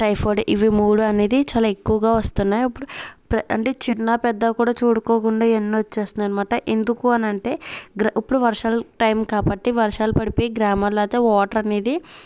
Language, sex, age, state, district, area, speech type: Telugu, female, 45-60, Andhra Pradesh, Kakinada, rural, spontaneous